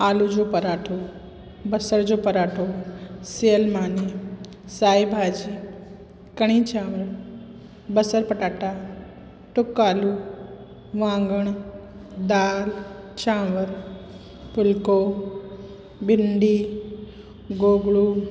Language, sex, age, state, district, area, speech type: Sindhi, female, 45-60, Uttar Pradesh, Lucknow, urban, spontaneous